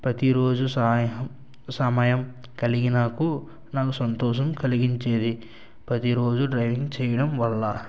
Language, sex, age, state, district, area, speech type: Telugu, male, 60+, Andhra Pradesh, Eluru, rural, spontaneous